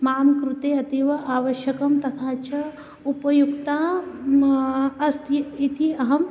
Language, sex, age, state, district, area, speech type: Sanskrit, female, 30-45, Maharashtra, Nagpur, urban, spontaneous